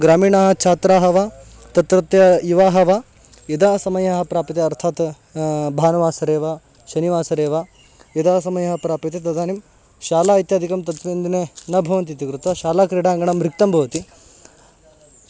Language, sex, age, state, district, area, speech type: Sanskrit, male, 18-30, Karnataka, Haveri, urban, spontaneous